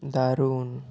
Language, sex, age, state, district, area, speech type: Bengali, male, 30-45, West Bengal, Bankura, urban, read